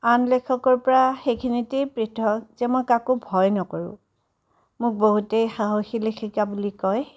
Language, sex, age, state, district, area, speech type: Assamese, female, 60+, Assam, Tinsukia, rural, spontaneous